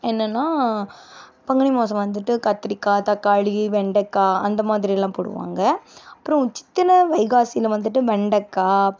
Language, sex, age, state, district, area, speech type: Tamil, female, 18-30, Tamil Nadu, Karur, rural, spontaneous